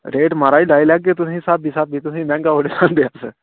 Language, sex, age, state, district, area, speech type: Dogri, male, 30-45, Jammu and Kashmir, Udhampur, rural, conversation